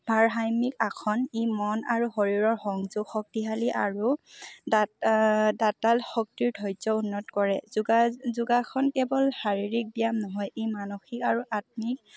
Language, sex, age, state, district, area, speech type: Assamese, female, 18-30, Assam, Lakhimpur, urban, spontaneous